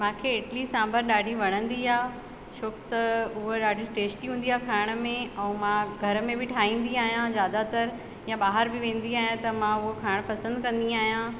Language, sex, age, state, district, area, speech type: Sindhi, female, 30-45, Madhya Pradesh, Katni, rural, spontaneous